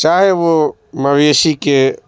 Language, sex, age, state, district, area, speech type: Urdu, male, 30-45, Bihar, Madhubani, rural, spontaneous